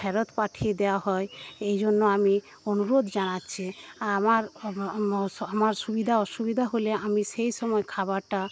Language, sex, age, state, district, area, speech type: Bengali, female, 45-60, West Bengal, Paschim Medinipur, rural, spontaneous